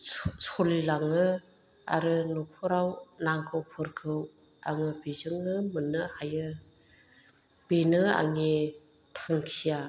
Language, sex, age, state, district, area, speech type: Bodo, female, 45-60, Assam, Chirang, rural, spontaneous